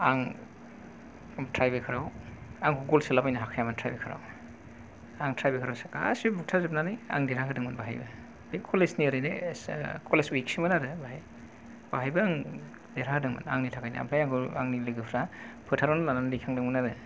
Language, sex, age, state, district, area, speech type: Bodo, male, 45-60, Assam, Kokrajhar, rural, spontaneous